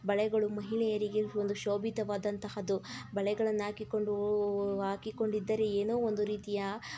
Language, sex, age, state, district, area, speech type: Kannada, female, 45-60, Karnataka, Tumkur, rural, spontaneous